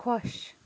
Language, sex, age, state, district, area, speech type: Kashmiri, female, 30-45, Jammu and Kashmir, Kulgam, rural, read